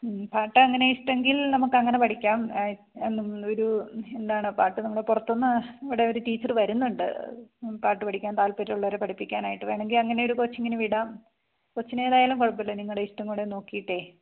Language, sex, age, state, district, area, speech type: Malayalam, female, 30-45, Kerala, Idukki, rural, conversation